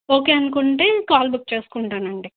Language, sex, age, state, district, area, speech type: Telugu, female, 30-45, Andhra Pradesh, Nandyal, rural, conversation